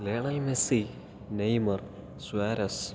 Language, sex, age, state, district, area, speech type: Malayalam, male, 18-30, Kerala, Palakkad, rural, spontaneous